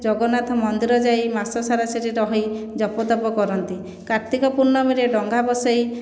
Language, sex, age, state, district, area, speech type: Odia, female, 30-45, Odisha, Khordha, rural, spontaneous